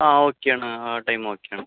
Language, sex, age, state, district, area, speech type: Malayalam, male, 18-30, Kerala, Thrissur, urban, conversation